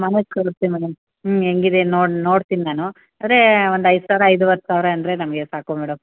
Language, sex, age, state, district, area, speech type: Kannada, female, 30-45, Karnataka, Chamarajanagar, rural, conversation